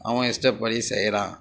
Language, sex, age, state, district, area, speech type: Tamil, male, 60+, Tamil Nadu, Dharmapuri, rural, spontaneous